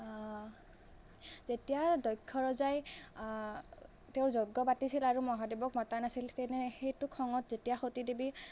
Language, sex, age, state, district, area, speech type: Assamese, female, 18-30, Assam, Nalbari, rural, spontaneous